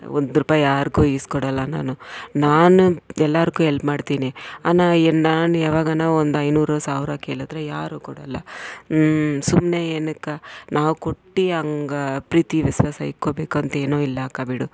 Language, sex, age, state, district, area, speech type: Kannada, female, 45-60, Karnataka, Bangalore Rural, rural, spontaneous